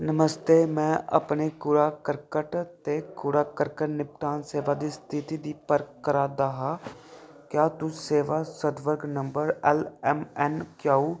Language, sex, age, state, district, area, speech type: Dogri, male, 18-30, Jammu and Kashmir, Kathua, rural, read